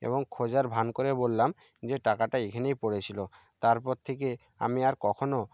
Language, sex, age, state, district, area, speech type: Bengali, male, 45-60, West Bengal, Purba Medinipur, rural, spontaneous